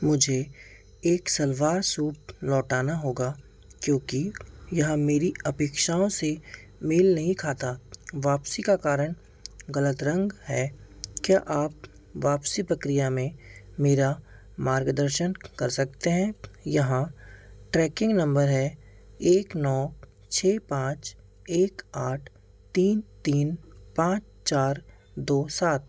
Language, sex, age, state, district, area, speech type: Hindi, male, 18-30, Madhya Pradesh, Seoni, urban, read